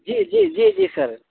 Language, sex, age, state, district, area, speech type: Urdu, male, 18-30, Delhi, South Delhi, urban, conversation